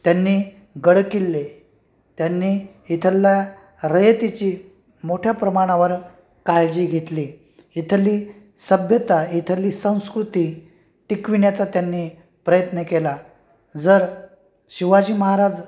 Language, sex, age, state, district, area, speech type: Marathi, male, 45-60, Maharashtra, Nanded, urban, spontaneous